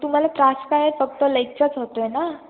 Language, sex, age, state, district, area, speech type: Marathi, female, 18-30, Maharashtra, Ratnagiri, rural, conversation